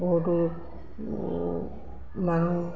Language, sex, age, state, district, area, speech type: Assamese, female, 45-60, Assam, Golaghat, urban, spontaneous